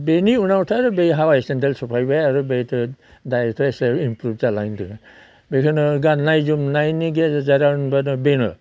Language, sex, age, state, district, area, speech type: Bodo, male, 60+, Assam, Udalguri, rural, spontaneous